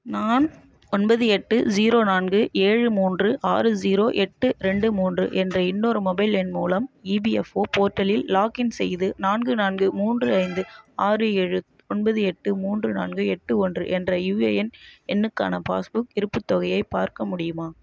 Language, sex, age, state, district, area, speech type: Tamil, female, 45-60, Tamil Nadu, Ariyalur, rural, read